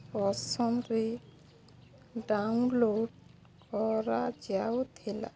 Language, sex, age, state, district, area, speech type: Odia, female, 30-45, Odisha, Balangir, urban, spontaneous